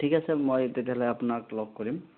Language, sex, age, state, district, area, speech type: Assamese, male, 30-45, Assam, Sonitpur, rural, conversation